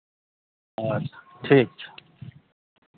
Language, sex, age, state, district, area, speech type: Maithili, male, 45-60, Bihar, Madhepura, rural, conversation